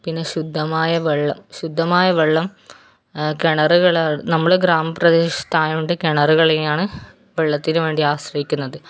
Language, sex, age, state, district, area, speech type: Malayalam, female, 30-45, Kerala, Kannur, rural, spontaneous